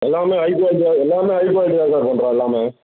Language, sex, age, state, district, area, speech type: Tamil, male, 45-60, Tamil Nadu, Tiruchirappalli, rural, conversation